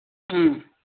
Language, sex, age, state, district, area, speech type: Manipuri, female, 60+, Manipur, Ukhrul, rural, conversation